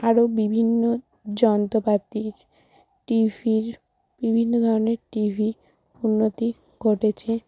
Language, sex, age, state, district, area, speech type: Bengali, female, 30-45, West Bengal, Hooghly, urban, spontaneous